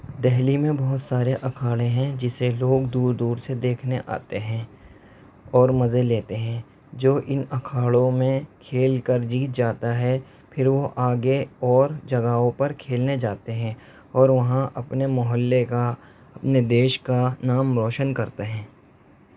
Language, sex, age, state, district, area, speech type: Urdu, male, 45-60, Delhi, Central Delhi, urban, spontaneous